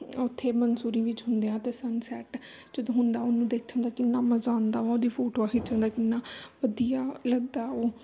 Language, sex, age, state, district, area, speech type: Punjabi, female, 30-45, Punjab, Amritsar, urban, spontaneous